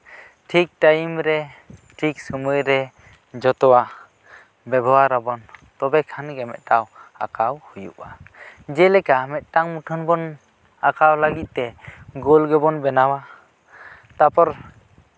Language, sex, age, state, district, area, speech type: Santali, male, 18-30, West Bengal, Bankura, rural, spontaneous